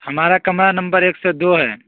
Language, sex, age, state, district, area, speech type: Urdu, male, 18-30, Uttar Pradesh, Saharanpur, urban, conversation